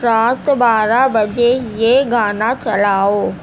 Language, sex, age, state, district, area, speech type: Urdu, female, 18-30, Uttar Pradesh, Gautam Buddha Nagar, rural, read